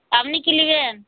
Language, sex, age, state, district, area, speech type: Bengali, female, 60+, West Bengal, Uttar Dinajpur, urban, conversation